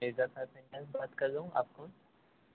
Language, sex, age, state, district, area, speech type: Urdu, male, 18-30, Uttar Pradesh, Ghaziabad, rural, conversation